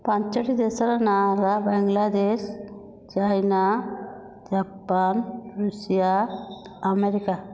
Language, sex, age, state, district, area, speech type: Odia, female, 60+, Odisha, Nayagarh, rural, spontaneous